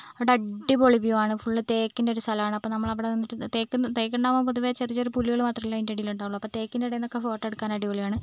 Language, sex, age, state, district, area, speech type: Malayalam, female, 45-60, Kerala, Wayanad, rural, spontaneous